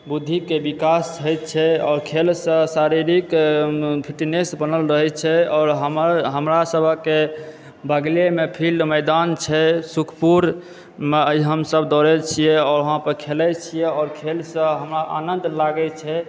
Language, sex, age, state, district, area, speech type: Maithili, male, 30-45, Bihar, Supaul, urban, spontaneous